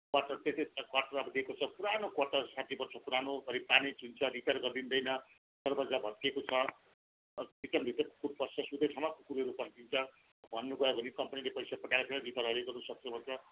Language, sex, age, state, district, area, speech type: Nepali, female, 60+, West Bengal, Jalpaiguri, rural, conversation